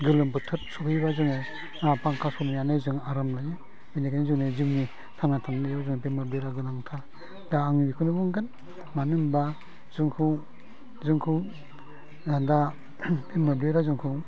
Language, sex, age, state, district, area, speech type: Bodo, male, 45-60, Assam, Udalguri, rural, spontaneous